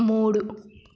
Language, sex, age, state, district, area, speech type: Telugu, female, 18-30, Telangana, Yadadri Bhuvanagiri, rural, read